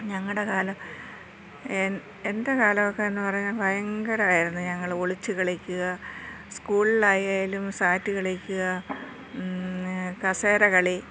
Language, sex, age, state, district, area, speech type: Malayalam, female, 60+, Kerala, Thiruvananthapuram, urban, spontaneous